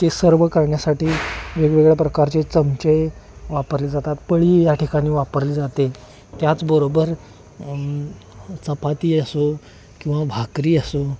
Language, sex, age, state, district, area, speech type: Marathi, male, 30-45, Maharashtra, Kolhapur, urban, spontaneous